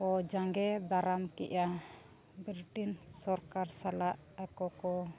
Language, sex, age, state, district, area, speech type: Santali, female, 45-60, Odisha, Mayurbhanj, rural, spontaneous